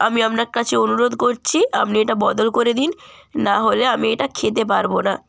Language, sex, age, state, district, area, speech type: Bengali, female, 18-30, West Bengal, Jalpaiguri, rural, spontaneous